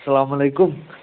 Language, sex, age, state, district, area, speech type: Kashmiri, male, 18-30, Jammu and Kashmir, Ganderbal, rural, conversation